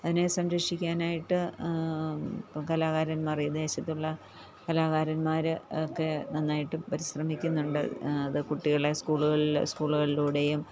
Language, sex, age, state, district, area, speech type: Malayalam, female, 45-60, Kerala, Pathanamthitta, rural, spontaneous